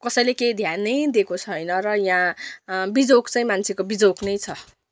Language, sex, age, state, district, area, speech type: Nepali, female, 18-30, West Bengal, Darjeeling, rural, spontaneous